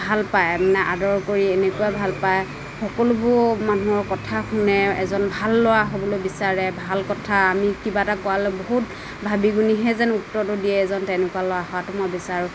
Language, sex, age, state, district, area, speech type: Assamese, female, 30-45, Assam, Nagaon, rural, spontaneous